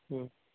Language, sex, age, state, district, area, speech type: Bengali, male, 30-45, West Bengal, Bankura, urban, conversation